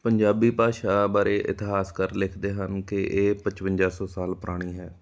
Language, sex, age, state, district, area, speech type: Punjabi, male, 30-45, Punjab, Amritsar, urban, spontaneous